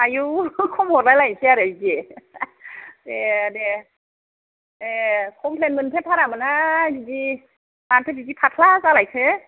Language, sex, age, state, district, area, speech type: Bodo, female, 45-60, Assam, Kokrajhar, rural, conversation